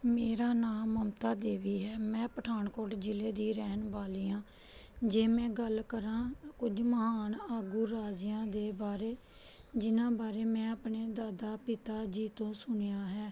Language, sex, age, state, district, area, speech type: Punjabi, female, 30-45, Punjab, Pathankot, rural, spontaneous